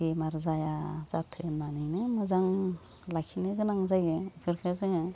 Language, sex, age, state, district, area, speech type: Bodo, female, 45-60, Assam, Udalguri, rural, spontaneous